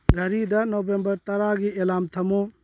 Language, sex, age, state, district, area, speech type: Manipuri, male, 30-45, Manipur, Churachandpur, rural, read